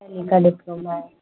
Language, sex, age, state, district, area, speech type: Hindi, female, 30-45, Madhya Pradesh, Bhopal, urban, conversation